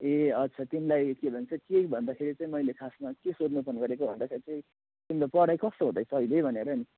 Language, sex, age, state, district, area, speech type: Nepali, male, 18-30, West Bengal, Kalimpong, rural, conversation